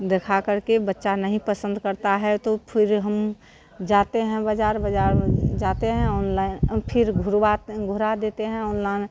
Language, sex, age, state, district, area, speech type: Hindi, female, 45-60, Bihar, Madhepura, rural, spontaneous